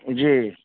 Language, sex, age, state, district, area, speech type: Maithili, male, 30-45, Bihar, Madhubani, rural, conversation